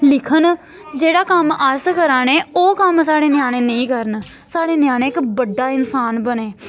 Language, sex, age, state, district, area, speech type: Dogri, female, 18-30, Jammu and Kashmir, Samba, urban, spontaneous